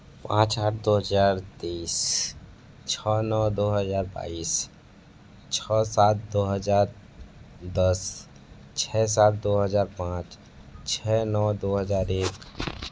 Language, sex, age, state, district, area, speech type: Hindi, male, 18-30, Uttar Pradesh, Sonbhadra, rural, spontaneous